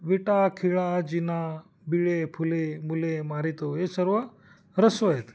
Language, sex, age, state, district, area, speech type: Marathi, male, 45-60, Maharashtra, Nashik, urban, spontaneous